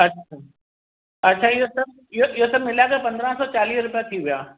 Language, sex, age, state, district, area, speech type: Sindhi, male, 30-45, Maharashtra, Mumbai Suburban, urban, conversation